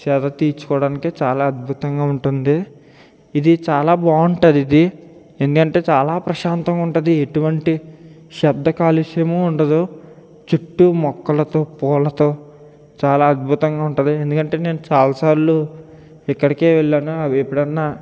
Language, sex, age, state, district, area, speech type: Telugu, male, 18-30, Andhra Pradesh, Eluru, urban, spontaneous